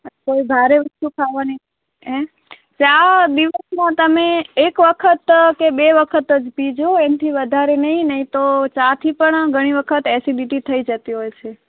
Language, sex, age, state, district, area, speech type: Gujarati, female, 18-30, Gujarat, Kutch, rural, conversation